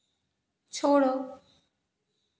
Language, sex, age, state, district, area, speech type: Hindi, female, 18-30, Madhya Pradesh, Narsinghpur, rural, read